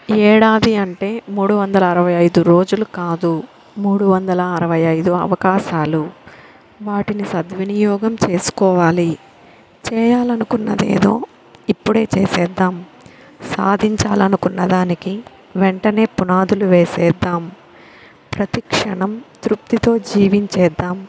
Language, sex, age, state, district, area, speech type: Telugu, female, 30-45, Andhra Pradesh, Kadapa, rural, spontaneous